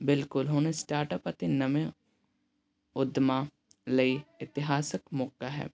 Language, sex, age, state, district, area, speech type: Punjabi, male, 18-30, Punjab, Hoshiarpur, urban, spontaneous